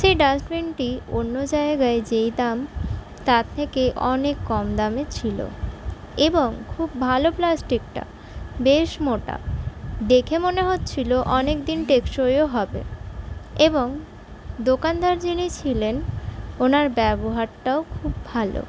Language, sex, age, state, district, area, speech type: Bengali, female, 45-60, West Bengal, Paschim Bardhaman, urban, spontaneous